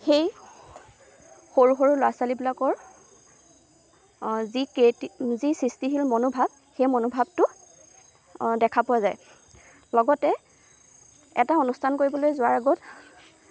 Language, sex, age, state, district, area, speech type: Assamese, female, 18-30, Assam, Lakhimpur, rural, spontaneous